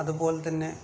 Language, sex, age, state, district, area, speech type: Malayalam, male, 30-45, Kerala, Palakkad, rural, spontaneous